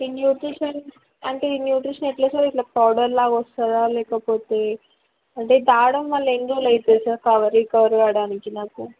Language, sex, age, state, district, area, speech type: Telugu, female, 18-30, Telangana, Peddapalli, rural, conversation